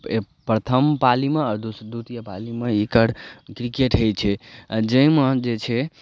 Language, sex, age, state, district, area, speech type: Maithili, male, 18-30, Bihar, Darbhanga, rural, spontaneous